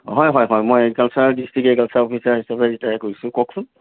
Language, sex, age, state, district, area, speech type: Assamese, male, 60+, Assam, Sonitpur, urban, conversation